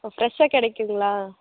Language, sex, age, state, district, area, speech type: Tamil, female, 18-30, Tamil Nadu, Kallakurichi, urban, conversation